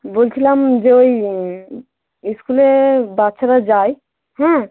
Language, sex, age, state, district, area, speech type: Bengali, female, 18-30, West Bengal, Dakshin Dinajpur, urban, conversation